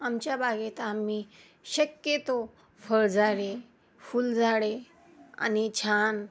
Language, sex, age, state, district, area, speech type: Marathi, female, 30-45, Maharashtra, Osmanabad, rural, spontaneous